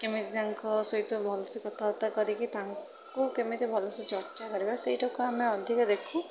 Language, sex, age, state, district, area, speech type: Odia, female, 30-45, Odisha, Bhadrak, rural, spontaneous